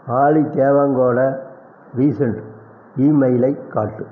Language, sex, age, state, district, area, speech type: Tamil, male, 60+, Tamil Nadu, Erode, urban, read